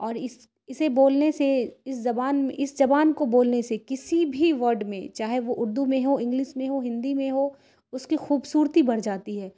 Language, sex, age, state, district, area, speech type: Urdu, female, 30-45, Bihar, Khagaria, rural, spontaneous